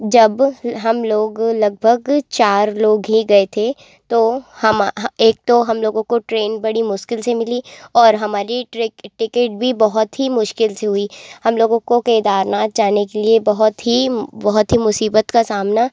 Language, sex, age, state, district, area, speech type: Hindi, female, 18-30, Madhya Pradesh, Jabalpur, urban, spontaneous